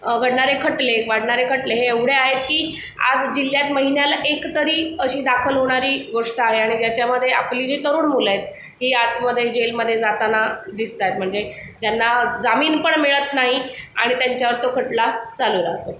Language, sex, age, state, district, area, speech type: Marathi, female, 30-45, Maharashtra, Sindhudurg, rural, spontaneous